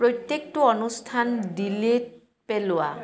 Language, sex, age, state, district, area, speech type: Assamese, female, 45-60, Assam, Barpeta, rural, read